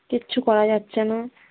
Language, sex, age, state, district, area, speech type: Bengali, female, 18-30, West Bengal, Cooch Behar, rural, conversation